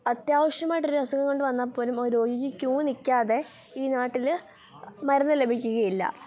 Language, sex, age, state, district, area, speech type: Malayalam, female, 18-30, Kerala, Kottayam, rural, spontaneous